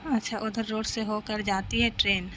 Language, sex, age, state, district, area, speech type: Urdu, female, 30-45, Bihar, Gaya, rural, spontaneous